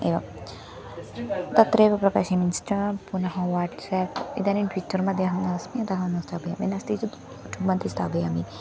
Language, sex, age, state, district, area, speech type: Sanskrit, female, 18-30, Kerala, Thrissur, urban, spontaneous